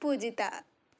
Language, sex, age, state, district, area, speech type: Telugu, female, 18-30, Telangana, Suryapet, urban, spontaneous